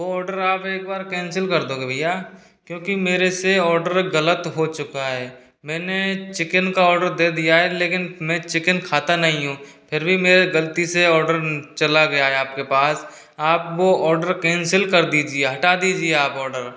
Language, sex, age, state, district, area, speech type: Hindi, male, 45-60, Rajasthan, Karauli, rural, spontaneous